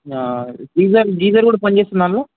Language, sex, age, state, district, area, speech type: Telugu, male, 18-30, Telangana, Ranga Reddy, urban, conversation